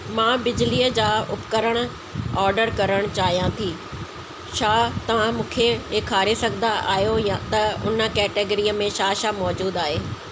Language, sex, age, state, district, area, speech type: Sindhi, female, 45-60, Delhi, South Delhi, urban, read